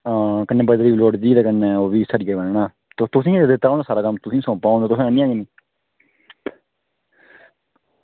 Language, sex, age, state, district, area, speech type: Dogri, male, 30-45, Jammu and Kashmir, Udhampur, rural, conversation